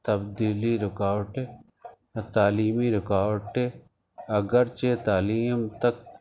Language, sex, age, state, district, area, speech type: Urdu, male, 45-60, Uttar Pradesh, Rampur, urban, spontaneous